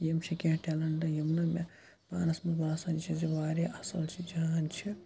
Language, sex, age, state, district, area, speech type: Kashmiri, male, 18-30, Jammu and Kashmir, Shopian, rural, spontaneous